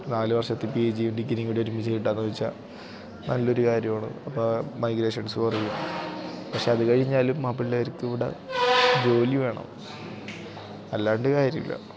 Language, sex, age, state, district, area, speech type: Malayalam, male, 18-30, Kerala, Idukki, rural, spontaneous